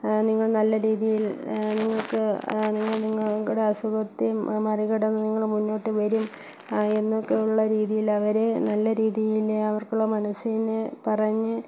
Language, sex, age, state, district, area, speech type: Malayalam, female, 30-45, Kerala, Kollam, rural, spontaneous